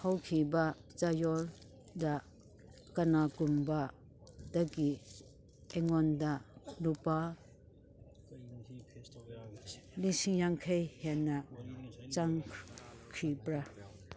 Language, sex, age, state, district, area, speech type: Manipuri, female, 60+, Manipur, Churachandpur, rural, read